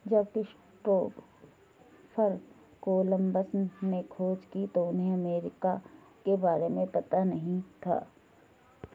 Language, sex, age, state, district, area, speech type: Hindi, female, 45-60, Uttar Pradesh, Sitapur, rural, read